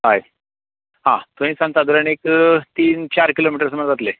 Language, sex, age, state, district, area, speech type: Goan Konkani, male, 45-60, Goa, Canacona, rural, conversation